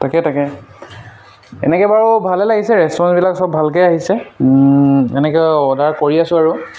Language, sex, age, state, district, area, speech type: Assamese, male, 18-30, Assam, Tinsukia, rural, spontaneous